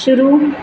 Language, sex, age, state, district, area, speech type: Hindi, female, 18-30, Madhya Pradesh, Seoni, urban, read